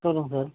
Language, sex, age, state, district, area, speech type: Tamil, male, 45-60, Tamil Nadu, Cuddalore, rural, conversation